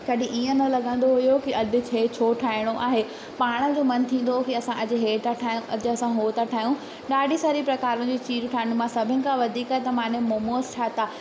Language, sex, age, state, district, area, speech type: Sindhi, female, 18-30, Madhya Pradesh, Katni, rural, spontaneous